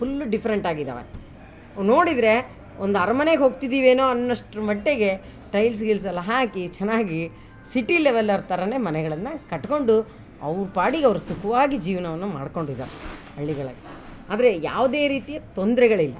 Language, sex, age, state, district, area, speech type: Kannada, female, 45-60, Karnataka, Vijayanagara, rural, spontaneous